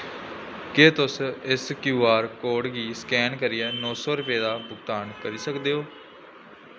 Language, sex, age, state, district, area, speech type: Dogri, male, 18-30, Jammu and Kashmir, Jammu, rural, read